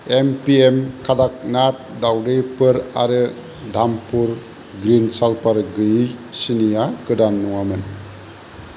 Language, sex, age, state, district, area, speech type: Bodo, male, 45-60, Assam, Kokrajhar, rural, read